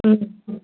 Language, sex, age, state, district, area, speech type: Manipuri, female, 45-60, Manipur, Kakching, rural, conversation